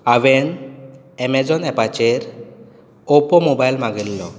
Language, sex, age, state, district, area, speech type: Goan Konkani, male, 18-30, Goa, Bardez, rural, spontaneous